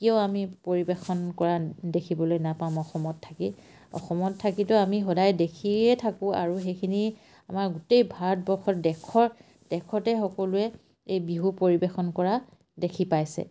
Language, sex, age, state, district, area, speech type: Assamese, female, 45-60, Assam, Dibrugarh, rural, spontaneous